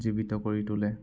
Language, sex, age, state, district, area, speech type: Assamese, male, 18-30, Assam, Sonitpur, rural, spontaneous